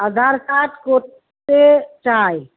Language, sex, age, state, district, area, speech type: Bengali, female, 45-60, West Bengal, Purba Bardhaman, urban, conversation